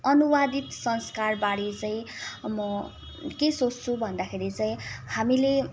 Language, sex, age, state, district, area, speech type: Nepali, female, 18-30, West Bengal, Kalimpong, rural, spontaneous